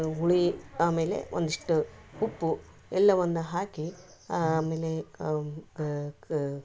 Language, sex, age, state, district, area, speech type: Kannada, female, 60+, Karnataka, Koppal, rural, spontaneous